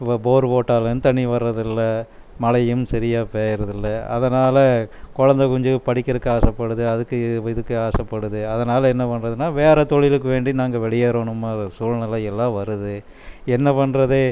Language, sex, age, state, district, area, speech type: Tamil, male, 60+, Tamil Nadu, Coimbatore, rural, spontaneous